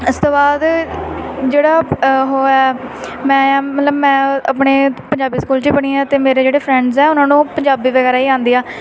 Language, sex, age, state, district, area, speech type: Punjabi, female, 18-30, Punjab, Shaheed Bhagat Singh Nagar, urban, spontaneous